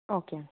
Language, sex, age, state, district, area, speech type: Telugu, female, 18-30, Telangana, Hyderabad, urban, conversation